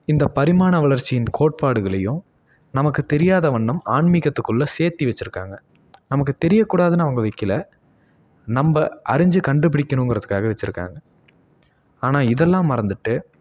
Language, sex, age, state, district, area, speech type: Tamil, male, 18-30, Tamil Nadu, Salem, rural, spontaneous